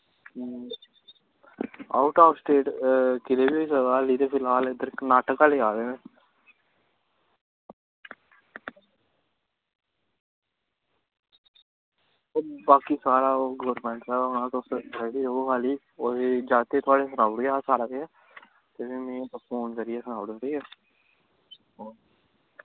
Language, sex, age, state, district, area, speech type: Dogri, male, 18-30, Jammu and Kashmir, Jammu, rural, conversation